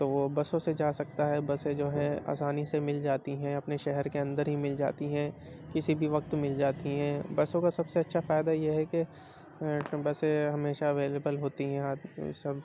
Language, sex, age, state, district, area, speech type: Urdu, male, 18-30, Uttar Pradesh, Rampur, urban, spontaneous